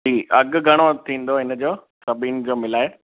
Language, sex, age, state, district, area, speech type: Sindhi, male, 18-30, Gujarat, Kutch, rural, conversation